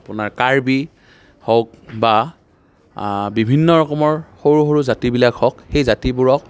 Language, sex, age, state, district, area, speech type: Assamese, male, 45-60, Assam, Darrang, urban, spontaneous